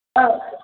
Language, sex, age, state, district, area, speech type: Tamil, female, 60+, Tamil Nadu, Thanjavur, urban, conversation